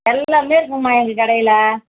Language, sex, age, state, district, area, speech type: Tamil, female, 45-60, Tamil Nadu, Kallakurichi, rural, conversation